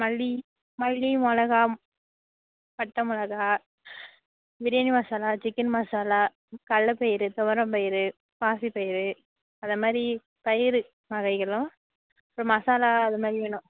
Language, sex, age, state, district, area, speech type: Tamil, female, 60+, Tamil Nadu, Cuddalore, rural, conversation